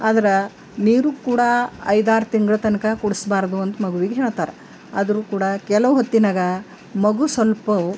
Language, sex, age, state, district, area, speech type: Kannada, female, 60+, Karnataka, Bidar, urban, spontaneous